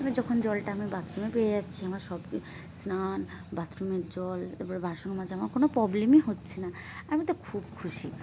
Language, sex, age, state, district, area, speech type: Bengali, female, 18-30, West Bengal, Birbhum, urban, spontaneous